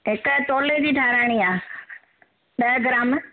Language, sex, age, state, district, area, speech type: Sindhi, female, 60+, Gujarat, Surat, urban, conversation